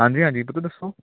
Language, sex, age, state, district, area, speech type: Punjabi, male, 18-30, Punjab, Hoshiarpur, urban, conversation